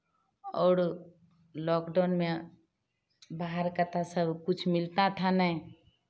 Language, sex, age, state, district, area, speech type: Hindi, female, 45-60, Bihar, Begusarai, rural, spontaneous